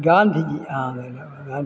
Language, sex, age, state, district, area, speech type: Malayalam, male, 60+, Kerala, Kollam, rural, spontaneous